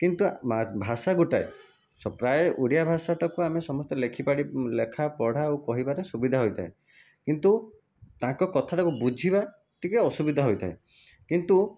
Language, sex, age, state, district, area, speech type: Odia, male, 45-60, Odisha, Jajpur, rural, spontaneous